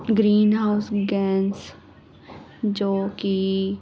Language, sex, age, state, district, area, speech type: Punjabi, female, 18-30, Punjab, Muktsar, urban, spontaneous